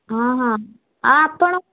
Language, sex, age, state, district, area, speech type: Odia, female, 30-45, Odisha, Kendrapara, urban, conversation